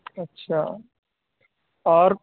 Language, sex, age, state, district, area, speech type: Urdu, male, 18-30, Bihar, Purnia, rural, conversation